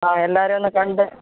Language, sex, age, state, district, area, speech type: Malayalam, female, 45-60, Kerala, Thiruvananthapuram, urban, conversation